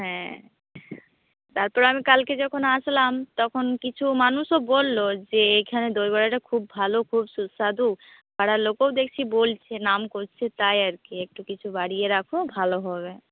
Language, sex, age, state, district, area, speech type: Bengali, female, 18-30, West Bengal, Jhargram, rural, conversation